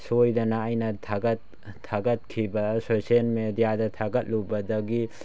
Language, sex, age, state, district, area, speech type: Manipuri, male, 18-30, Manipur, Tengnoupal, rural, spontaneous